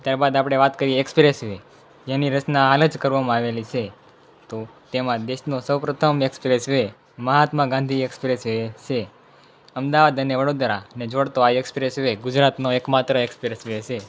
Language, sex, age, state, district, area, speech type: Gujarati, male, 18-30, Gujarat, Anand, rural, spontaneous